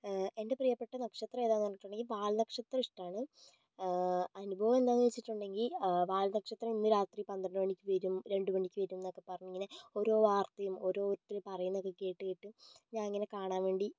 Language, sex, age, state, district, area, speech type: Malayalam, female, 18-30, Kerala, Kozhikode, urban, spontaneous